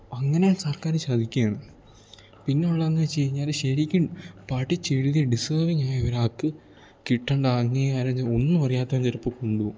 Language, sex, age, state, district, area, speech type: Malayalam, male, 18-30, Kerala, Idukki, rural, spontaneous